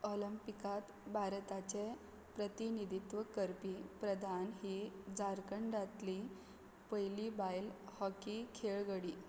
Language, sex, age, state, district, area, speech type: Goan Konkani, female, 18-30, Goa, Quepem, rural, read